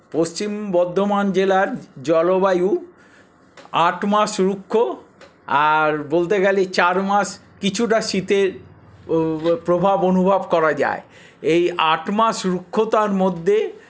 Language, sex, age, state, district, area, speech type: Bengali, male, 60+, West Bengal, Paschim Bardhaman, urban, spontaneous